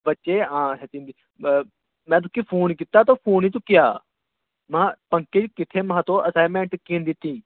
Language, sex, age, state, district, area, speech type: Dogri, male, 30-45, Jammu and Kashmir, Udhampur, urban, conversation